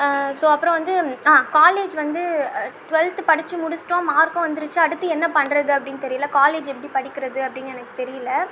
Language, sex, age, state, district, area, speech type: Tamil, female, 18-30, Tamil Nadu, Tiruvannamalai, urban, spontaneous